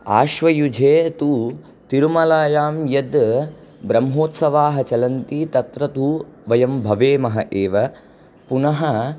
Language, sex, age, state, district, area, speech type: Sanskrit, male, 18-30, Andhra Pradesh, Chittoor, urban, spontaneous